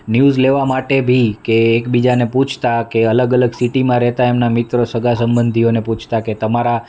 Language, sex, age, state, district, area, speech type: Gujarati, male, 30-45, Gujarat, Rajkot, urban, spontaneous